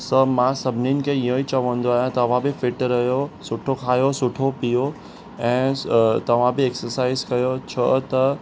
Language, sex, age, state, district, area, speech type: Sindhi, male, 18-30, Maharashtra, Mumbai Suburban, urban, spontaneous